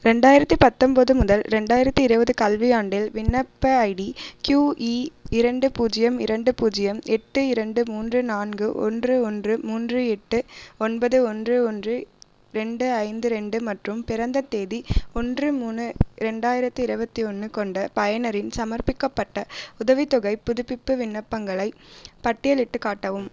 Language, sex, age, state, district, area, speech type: Tamil, female, 18-30, Tamil Nadu, Cuddalore, urban, read